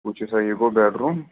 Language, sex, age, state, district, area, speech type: Kashmiri, male, 18-30, Jammu and Kashmir, Shopian, rural, conversation